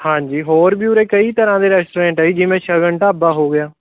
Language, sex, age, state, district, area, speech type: Punjabi, male, 30-45, Punjab, Kapurthala, urban, conversation